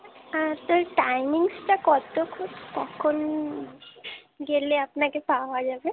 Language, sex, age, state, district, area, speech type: Bengali, female, 18-30, West Bengal, Alipurduar, rural, conversation